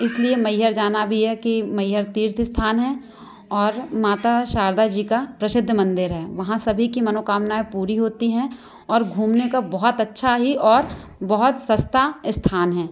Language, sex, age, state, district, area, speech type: Hindi, female, 18-30, Madhya Pradesh, Katni, urban, spontaneous